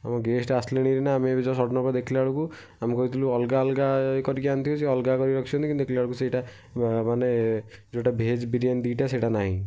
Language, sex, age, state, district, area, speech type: Odia, male, 18-30, Odisha, Kendujhar, urban, spontaneous